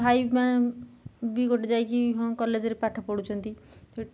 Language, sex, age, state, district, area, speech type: Odia, female, 30-45, Odisha, Jagatsinghpur, urban, spontaneous